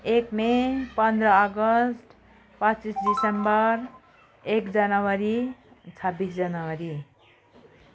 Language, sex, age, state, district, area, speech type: Nepali, female, 45-60, West Bengal, Jalpaiguri, rural, spontaneous